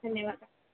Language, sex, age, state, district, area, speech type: Sanskrit, female, 18-30, Kerala, Thrissur, urban, conversation